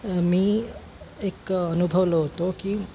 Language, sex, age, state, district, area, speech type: Marathi, female, 18-30, Maharashtra, Nagpur, urban, spontaneous